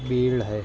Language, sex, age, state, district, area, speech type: Urdu, male, 18-30, Maharashtra, Nashik, urban, spontaneous